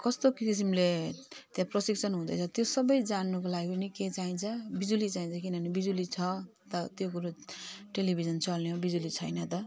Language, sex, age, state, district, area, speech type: Nepali, female, 45-60, West Bengal, Jalpaiguri, urban, spontaneous